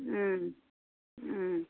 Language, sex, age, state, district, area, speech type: Tamil, female, 45-60, Tamil Nadu, Tiruvannamalai, rural, conversation